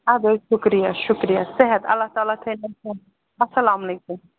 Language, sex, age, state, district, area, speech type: Kashmiri, female, 30-45, Jammu and Kashmir, Srinagar, urban, conversation